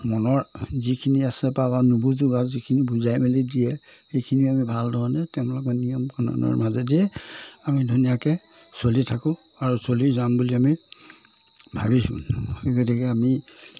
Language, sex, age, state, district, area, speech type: Assamese, male, 60+, Assam, Majuli, urban, spontaneous